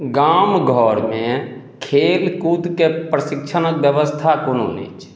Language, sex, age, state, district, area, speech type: Maithili, male, 45-60, Bihar, Madhubani, rural, spontaneous